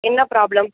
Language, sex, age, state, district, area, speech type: Tamil, female, 18-30, Tamil Nadu, Thanjavur, rural, conversation